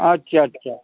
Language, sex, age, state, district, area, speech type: Bengali, male, 60+, West Bengal, Hooghly, rural, conversation